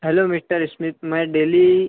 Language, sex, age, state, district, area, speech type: Urdu, male, 60+, Maharashtra, Nashik, urban, conversation